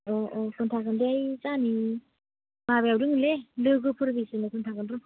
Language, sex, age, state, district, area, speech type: Bodo, male, 18-30, Assam, Udalguri, rural, conversation